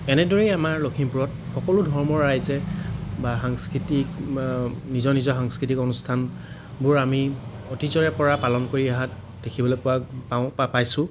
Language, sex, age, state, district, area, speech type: Assamese, male, 45-60, Assam, Lakhimpur, rural, spontaneous